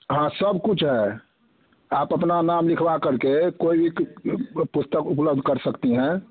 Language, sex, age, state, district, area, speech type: Hindi, male, 60+, Bihar, Darbhanga, rural, conversation